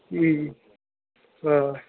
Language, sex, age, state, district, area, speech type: Kashmiri, male, 18-30, Jammu and Kashmir, Pulwama, rural, conversation